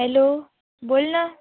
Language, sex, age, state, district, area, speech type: Marathi, female, 18-30, Maharashtra, Wardha, rural, conversation